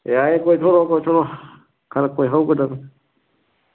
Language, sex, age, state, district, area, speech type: Manipuri, male, 60+, Manipur, Churachandpur, urban, conversation